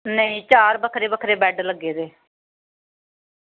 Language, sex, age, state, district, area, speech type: Dogri, female, 30-45, Jammu and Kashmir, Samba, rural, conversation